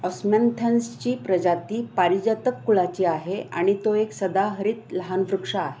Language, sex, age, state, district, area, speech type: Marathi, female, 60+, Maharashtra, Kolhapur, urban, read